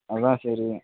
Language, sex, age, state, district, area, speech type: Tamil, male, 18-30, Tamil Nadu, Madurai, urban, conversation